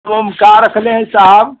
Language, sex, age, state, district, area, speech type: Hindi, male, 60+, Uttar Pradesh, Chandauli, rural, conversation